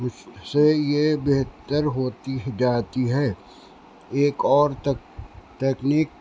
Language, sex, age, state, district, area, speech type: Urdu, male, 60+, Uttar Pradesh, Rampur, urban, spontaneous